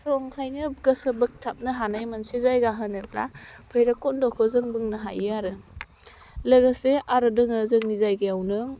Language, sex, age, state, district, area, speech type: Bodo, female, 18-30, Assam, Udalguri, urban, spontaneous